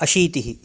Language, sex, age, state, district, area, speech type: Sanskrit, male, 30-45, Karnataka, Dakshina Kannada, rural, spontaneous